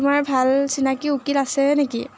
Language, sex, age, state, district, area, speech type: Assamese, female, 18-30, Assam, Jorhat, urban, spontaneous